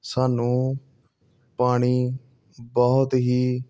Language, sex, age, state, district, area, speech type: Punjabi, male, 30-45, Punjab, Hoshiarpur, urban, spontaneous